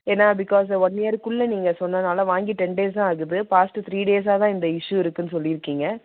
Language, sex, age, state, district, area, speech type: Tamil, female, 45-60, Tamil Nadu, Madurai, urban, conversation